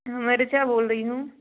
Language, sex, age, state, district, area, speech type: Hindi, female, 18-30, Madhya Pradesh, Narsinghpur, rural, conversation